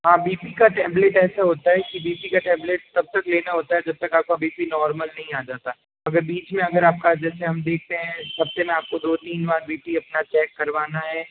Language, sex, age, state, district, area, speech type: Hindi, male, 30-45, Rajasthan, Jodhpur, urban, conversation